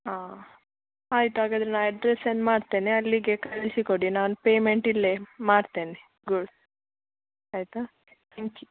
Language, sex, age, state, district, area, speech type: Kannada, female, 18-30, Karnataka, Udupi, rural, conversation